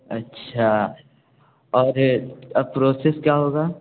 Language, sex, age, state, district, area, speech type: Hindi, male, 18-30, Uttar Pradesh, Bhadohi, rural, conversation